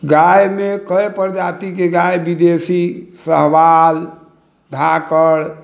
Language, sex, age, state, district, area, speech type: Maithili, male, 60+, Bihar, Sitamarhi, rural, spontaneous